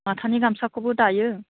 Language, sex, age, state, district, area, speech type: Bodo, female, 30-45, Assam, Baksa, rural, conversation